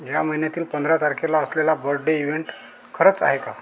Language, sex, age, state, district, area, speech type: Marathi, male, 30-45, Maharashtra, Amravati, rural, read